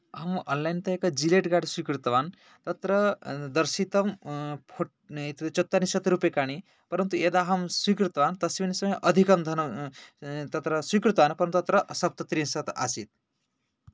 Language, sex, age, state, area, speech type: Sanskrit, male, 18-30, Odisha, rural, spontaneous